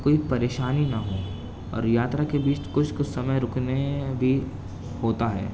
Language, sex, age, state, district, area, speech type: Urdu, male, 18-30, Delhi, East Delhi, urban, spontaneous